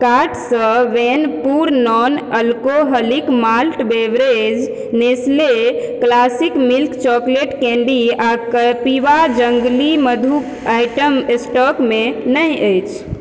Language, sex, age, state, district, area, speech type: Maithili, female, 18-30, Bihar, Supaul, rural, read